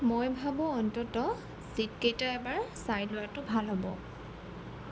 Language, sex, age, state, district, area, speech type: Assamese, female, 18-30, Assam, Jorhat, urban, read